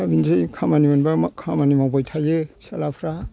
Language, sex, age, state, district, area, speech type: Bodo, male, 60+, Assam, Kokrajhar, urban, spontaneous